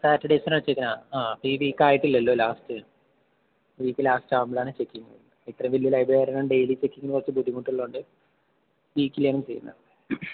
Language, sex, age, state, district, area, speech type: Malayalam, male, 18-30, Kerala, Palakkad, rural, conversation